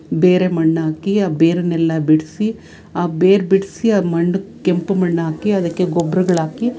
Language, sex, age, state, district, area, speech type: Kannada, female, 45-60, Karnataka, Bangalore Urban, urban, spontaneous